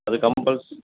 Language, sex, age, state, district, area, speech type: Tamil, male, 30-45, Tamil Nadu, Erode, rural, conversation